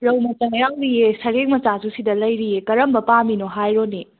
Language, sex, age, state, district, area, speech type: Manipuri, female, 18-30, Manipur, Imphal West, urban, conversation